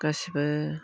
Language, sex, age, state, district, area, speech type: Bodo, female, 60+, Assam, Udalguri, rural, spontaneous